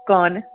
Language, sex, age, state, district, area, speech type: Punjabi, female, 45-60, Punjab, Tarn Taran, urban, conversation